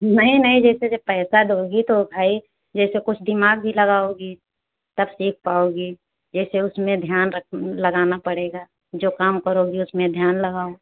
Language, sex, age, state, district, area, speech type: Hindi, female, 60+, Uttar Pradesh, Ayodhya, rural, conversation